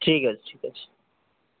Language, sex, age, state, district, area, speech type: Bengali, male, 45-60, West Bengal, Hooghly, rural, conversation